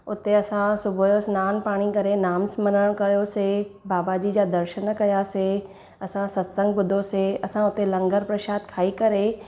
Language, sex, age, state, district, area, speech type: Sindhi, female, 30-45, Gujarat, Surat, urban, spontaneous